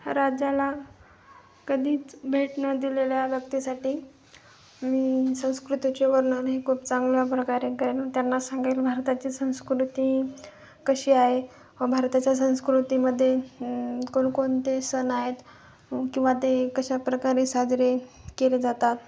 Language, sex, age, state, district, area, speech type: Marathi, female, 18-30, Maharashtra, Hingoli, urban, spontaneous